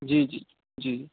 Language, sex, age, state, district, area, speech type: Urdu, male, 18-30, Uttar Pradesh, Rampur, urban, conversation